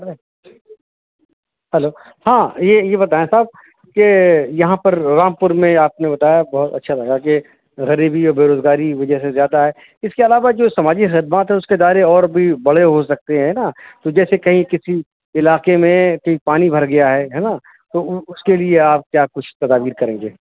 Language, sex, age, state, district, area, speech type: Urdu, male, 45-60, Uttar Pradesh, Rampur, urban, conversation